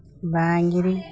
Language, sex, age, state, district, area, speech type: Telugu, female, 45-60, Telangana, Jagtial, rural, spontaneous